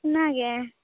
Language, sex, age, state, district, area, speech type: Santali, female, 18-30, West Bengal, Purba Bardhaman, rural, conversation